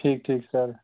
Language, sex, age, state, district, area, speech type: Punjabi, male, 18-30, Punjab, Gurdaspur, rural, conversation